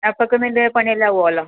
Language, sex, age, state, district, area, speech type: Malayalam, female, 30-45, Kerala, Kasaragod, rural, conversation